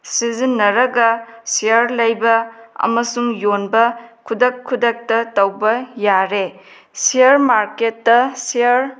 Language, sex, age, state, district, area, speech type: Manipuri, female, 30-45, Manipur, Tengnoupal, rural, spontaneous